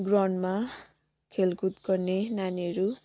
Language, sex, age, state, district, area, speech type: Nepali, female, 30-45, West Bengal, Jalpaiguri, urban, spontaneous